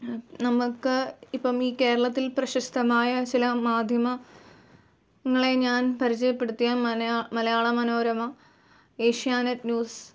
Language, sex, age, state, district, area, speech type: Malayalam, female, 18-30, Kerala, Alappuzha, rural, spontaneous